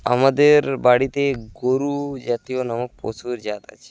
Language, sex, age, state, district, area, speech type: Bengali, male, 18-30, West Bengal, Bankura, rural, spontaneous